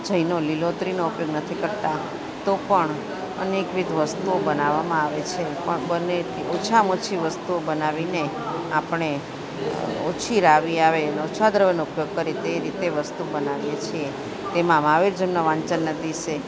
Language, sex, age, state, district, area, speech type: Gujarati, female, 45-60, Gujarat, Junagadh, urban, spontaneous